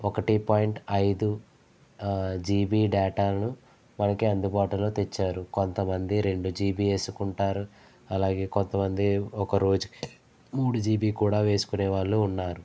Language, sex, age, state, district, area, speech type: Telugu, male, 18-30, Andhra Pradesh, East Godavari, rural, spontaneous